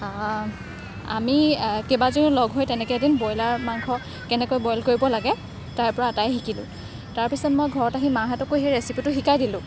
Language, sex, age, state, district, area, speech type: Assamese, female, 45-60, Assam, Morigaon, rural, spontaneous